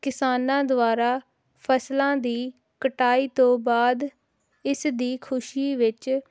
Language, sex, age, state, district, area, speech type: Punjabi, female, 18-30, Punjab, Hoshiarpur, rural, spontaneous